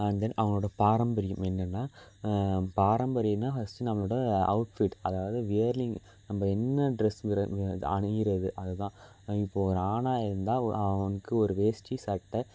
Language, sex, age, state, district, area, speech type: Tamil, male, 18-30, Tamil Nadu, Thanjavur, urban, spontaneous